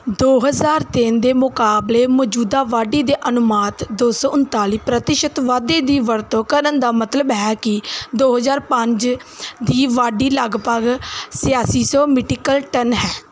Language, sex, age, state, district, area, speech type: Punjabi, female, 18-30, Punjab, Gurdaspur, rural, read